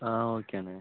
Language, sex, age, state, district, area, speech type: Tamil, male, 18-30, Tamil Nadu, Ariyalur, rural, conversation